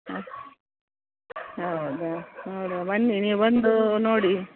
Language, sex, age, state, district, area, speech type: Kannada, female, 60+, Karnataka, Udupi, rural, conversation